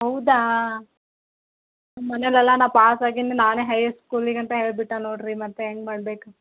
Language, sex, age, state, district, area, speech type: Kannada, female, 18-30, Karnataka, Gulbarga, rural, conversation